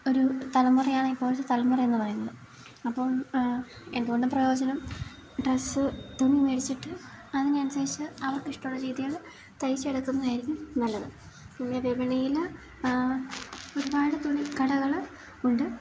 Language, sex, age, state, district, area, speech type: Malayalam, female, 18-30, Kerala, Idukki, rural, spontaneous